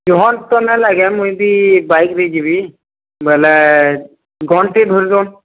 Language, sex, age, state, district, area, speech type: Odia, male, 45-60, Odisha, Nuapada, urban, conversation